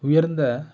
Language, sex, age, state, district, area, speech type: Tamil, male, 30-45, Tamil Nadu, Tiruppur, rural, spontaneous